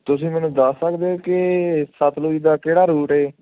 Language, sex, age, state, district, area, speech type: Punjabi, male, 18-30, Punjab, Firozpur, rural, conversation